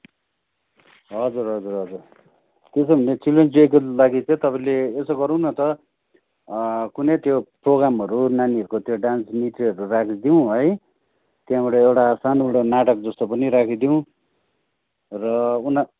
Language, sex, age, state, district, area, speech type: Nepali, male, 30-45, West Bengal, Darjeeling, rural, conversation